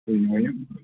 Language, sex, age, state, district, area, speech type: Kashmiri, male, 18-30, Jammu and Kashmir, Shopian, rural, conversation